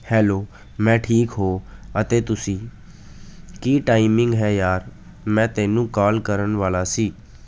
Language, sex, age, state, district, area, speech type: Punjabi, male, 18-30, Punjab, Ludhiana, rural, read